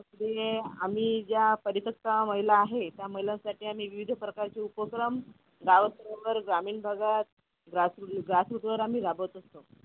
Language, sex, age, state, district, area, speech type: Marathi, female, 30-45, Maharashtra, Akola, urban, conversation